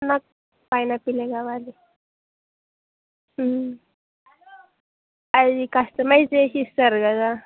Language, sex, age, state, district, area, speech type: Telugu, female, 18-30, Telangana, Jayashankar, urban, conversation